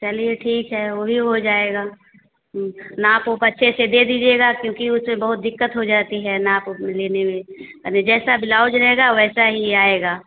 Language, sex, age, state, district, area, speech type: Hindi, female, 45-60, Uttar Pradesh, Azamgarh, rural, conversation